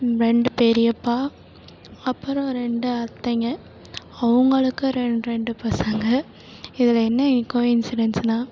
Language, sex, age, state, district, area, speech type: Tamil, female, 18-30, Tamil Nadu, Perambalur, rural, spontaneous